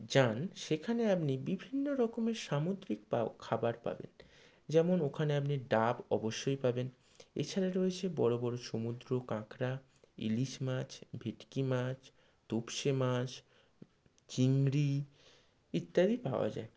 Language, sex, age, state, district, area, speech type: Bengali, male, 30-45, West Bengal, Howrah, urban, spontaneous